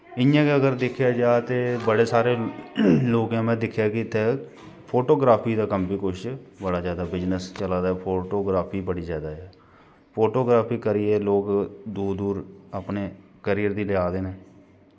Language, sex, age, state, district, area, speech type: Dogri, male, 30-45, Jammu and Kashmir, Kathua, rural, spontaneous